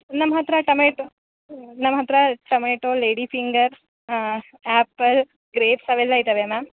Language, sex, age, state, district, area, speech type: Kannada, female, 18-30, Karnataka, Bellary, rural, conversation